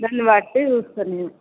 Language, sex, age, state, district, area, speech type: Telugu, female, 30-45, Telangana, Mancherial, rural, conversation